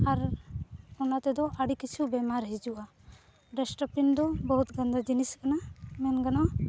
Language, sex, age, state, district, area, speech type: Santali, female, 18-30, Jharkhand, Seraikela Kharsawan, rural, spontaneous